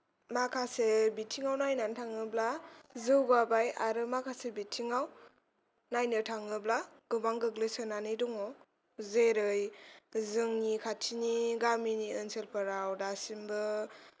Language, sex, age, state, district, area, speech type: Bodo, female, 18-30, Assam, Kokrajhar, rural, spontaneous